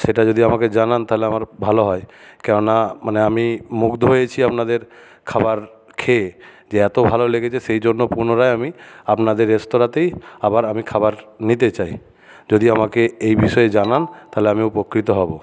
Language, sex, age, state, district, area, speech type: Bengali, male, 60+, West Bengal, Jhargram, rural, spontaneous